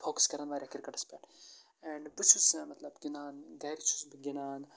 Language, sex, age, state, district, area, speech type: Kashmiri, male, 18-30, Jammu and Kashmir, Kupwara, rural, spontaneous